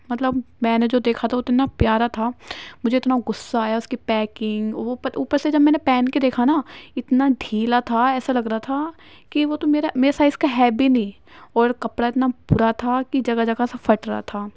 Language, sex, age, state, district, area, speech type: Urdu, female, 18-30, Uttar Pradesh, Ghaziabad, rural, spontaneous